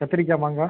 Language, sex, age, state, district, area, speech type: Tamil, male, 30-45, Tamil Nadu, Viluppuram, urban, conversation